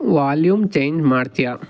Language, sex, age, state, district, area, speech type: Kannada, male, 18-30, Karnataka, Tumkur, rural, read